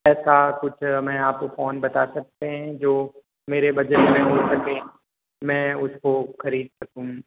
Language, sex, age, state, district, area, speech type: Hindi, male, 18-30, Rajasthan, Jodhpur, urban, conversation